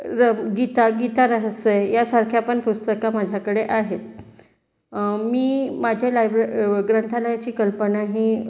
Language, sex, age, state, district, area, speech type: Marathi, female, 30-45, Maharashtra, Gondia, rural, spontaneous